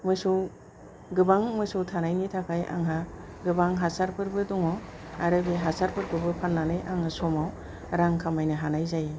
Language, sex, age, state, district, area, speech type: Bodo, female, 60+, Assam, Kokrajhar, rural, spontaneous